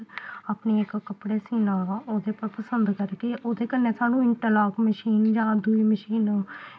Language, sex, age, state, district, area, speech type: Dogri, female, 18-30, Jammu and Kashmir, Samba, rural, spontaneous